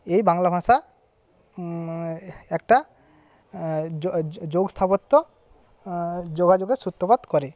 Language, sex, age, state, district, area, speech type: Bengali, male, 30-45, West Bengal, Paschim Medinipur, rural, spontaneous